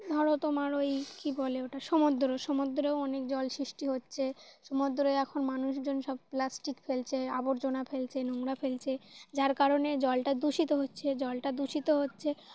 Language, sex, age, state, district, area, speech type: Bengali, female, 18-30, West Bengal, Dakshin Dinajpur, urban, spontaneous